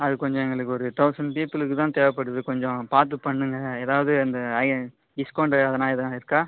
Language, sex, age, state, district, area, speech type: Tamil, male, 18-30, Tamil Nadu, Cuddalore, rural, conversation